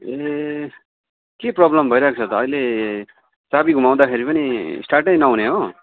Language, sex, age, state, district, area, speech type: Nepali, male, 18-30, West Bengal, Darjeeling, rural, conversation